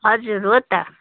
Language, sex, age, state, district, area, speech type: Nepali, female, 60+, West Bengal, Darjeeling, rural, conversation